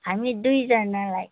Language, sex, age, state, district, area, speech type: Nepali, female, 60+, West Bengal, Darjeeling, rural, conversation